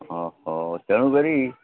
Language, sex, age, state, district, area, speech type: Odia, male, 45-60, Odisha, Sambalpur, rural, conversation